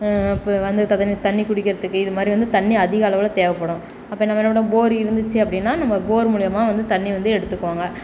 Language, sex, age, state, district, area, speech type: Tamil, female, 30-45, Tamil Nadu, Perambalur, rural, spontaneous